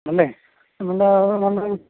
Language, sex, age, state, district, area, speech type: Malayalam, male, 30-45, Kerala, Ernakulam, rural, conversation